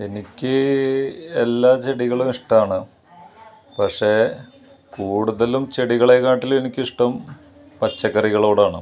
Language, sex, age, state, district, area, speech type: Malayalam, male, 30-45, Kerala, Malappuram, rural, spontaneous